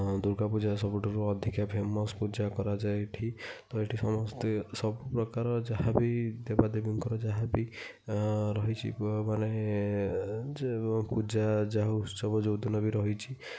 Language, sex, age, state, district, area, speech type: Odia, male, 30-45, Odisha, Kendujhar, urban, spontaneous